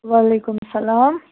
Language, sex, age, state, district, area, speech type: Kashmiri, male, 18-30, Jammu and Kashmir, Budgam, rural, conversation